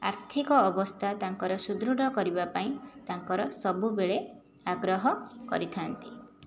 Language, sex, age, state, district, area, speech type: Odia, female, 18-30, Odisha, Jajpur, rural, spontaneous